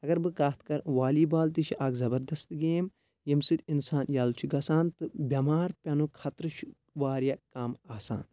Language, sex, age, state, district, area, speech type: Kashmiri, male, 18-30, Jammu and Kashmir, Kulgam, rural, spontaneous